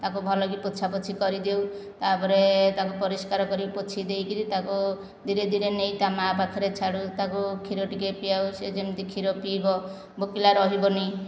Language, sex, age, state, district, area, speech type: Odia, female, 60+, Odisha, Khordha, rural, spontaneous